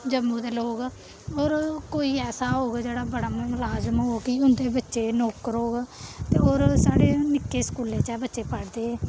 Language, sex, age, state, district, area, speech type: Dogri, female, 18-30, Jammu and Kashmir, Samba, rural, spontaneous